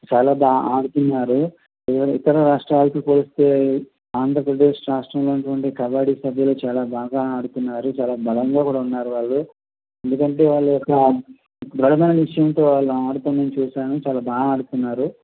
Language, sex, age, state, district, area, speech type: Telugu, male, 45-60, Andhra Pradesh, Konaseema, rural, conversation